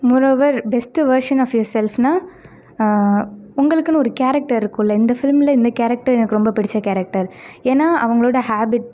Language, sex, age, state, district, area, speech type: Tamil, female, 30-45, Tamil Nadu, Ariyalur, rural, spontaneous